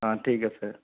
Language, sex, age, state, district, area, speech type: Assamese, male, 30-45, Assam, Sonitpur, rural, conversation